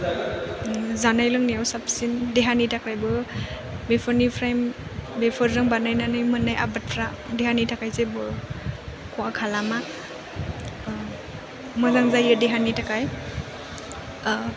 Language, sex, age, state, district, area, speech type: Bodo, female, 18-30, Assam, Chirang, rural, spontaneous